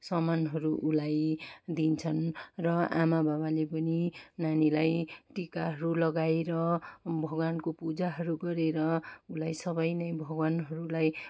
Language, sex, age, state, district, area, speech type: Nepali, female, 45-60, West Bengal, Kalimpong, rural, spontaneous